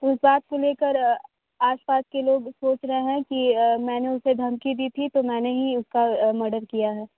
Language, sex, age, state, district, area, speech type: Hindi, female, 18-30, Uttar Pradesh, Sonbhadra, rural, conversation